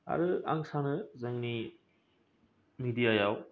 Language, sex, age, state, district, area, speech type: Bodo, male, 18-30, Assam, Kokrajhar, rural, spontaneous